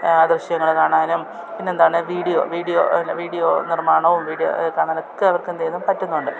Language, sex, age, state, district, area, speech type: Malayalam, female, 30-45, Kerala, Thiruvananthapuram, urban, spontaneous